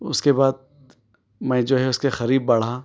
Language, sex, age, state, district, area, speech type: Urdu, male, 30-45, Telangana, Hyderabad, urban, spontaneous